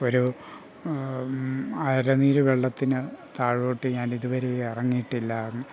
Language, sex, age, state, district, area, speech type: Malayalam, male, 60+, Kerala, Pathanamthitta, rural, spontaneous